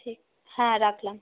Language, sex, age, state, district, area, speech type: Bengali, female, 18-30, West Bengal, Paschim Bardhaman, urban, conversation